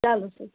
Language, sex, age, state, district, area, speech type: Kashmiri, female, 45-60, Jammu and Kashmir, Srinagar, urban, conversation